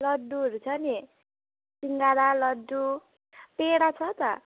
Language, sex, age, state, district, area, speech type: Nepali, female, 18-30, West Bengal, Jalpaiguri, urban, conversation